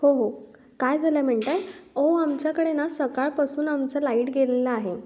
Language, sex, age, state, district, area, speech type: Marathi, female, 18-30, Maharashtra, Ratnagiri, rural, spontaneous